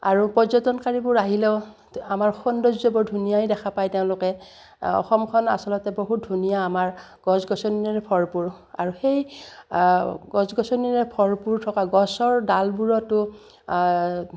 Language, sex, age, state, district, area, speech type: Assamese, female, 60+, Assam, Udalguri, rural, spontaneous